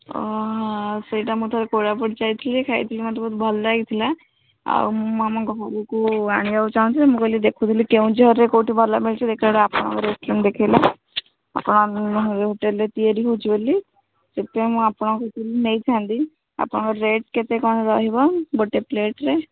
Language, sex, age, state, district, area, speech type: Odia, female, 30-45, Odisha, Bhadrak, rural, conversation